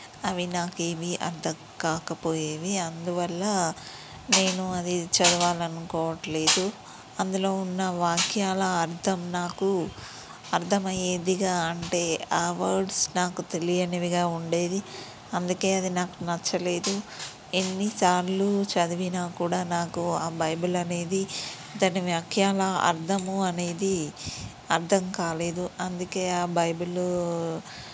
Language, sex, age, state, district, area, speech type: Telugu, female, 30-45, Telangana, Peddapalli, rural, spontaneous